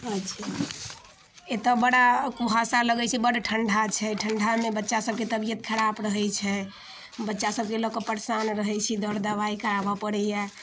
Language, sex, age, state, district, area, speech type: Maithili, female, 30-45, Bihar, Muzaffarpur, urban, spontaneous